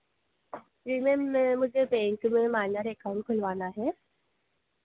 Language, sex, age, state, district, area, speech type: Hindi, female, 18-30, Madhya Pradesh, Harda, urban, conversation